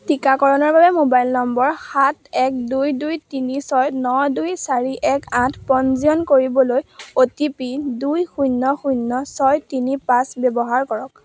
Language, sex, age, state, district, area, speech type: Assamese, female, 18-30, Assam, Majuli, urban, read